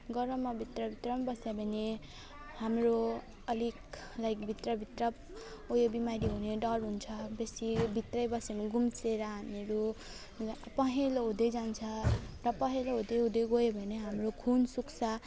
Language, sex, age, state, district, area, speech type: Nepali, female, 30-45, West Bengal, Alipurduar, urban, spontaneous